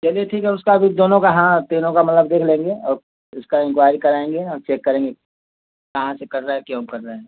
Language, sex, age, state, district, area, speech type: Hindi, male, 30-45, Uttar Pradesh, Mau, rural, conversation